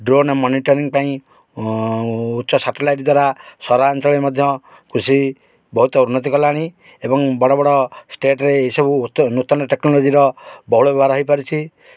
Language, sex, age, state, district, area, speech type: Odia, male, 45-60, Odisha, Kendrapara, urban, spontaneous